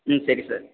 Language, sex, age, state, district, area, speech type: Tamil, male, 18-30, Tamil Nadu, Tiruvarur, rural, conversation